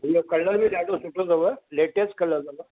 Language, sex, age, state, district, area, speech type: Sindhi, male, 60+, Maharashtra, Mumbai Suburban, urban, conversation